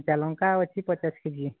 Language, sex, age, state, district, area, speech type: Odia, male, 45-60, Odisha, Mayurbhanj, rural, conversation